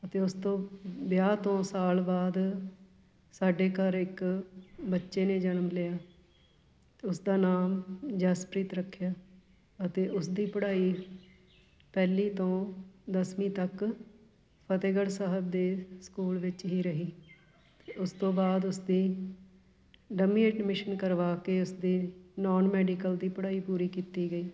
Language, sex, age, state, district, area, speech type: Punjabi, female, 45-60, Punjab, Fatehgarh Sahib, urban, spontaneous